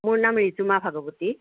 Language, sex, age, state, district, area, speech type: Assamese, female, 45-60, Assam, Nagaon, rural, conversation